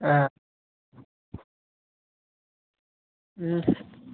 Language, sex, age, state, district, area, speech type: Dogri, male, 18-30, Jammu and Kashmir, Udhampur, rural, conversation